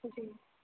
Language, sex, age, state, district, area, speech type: Urdu, female, 18-30, Uttar Pradesh, Aligarh, urban, conversation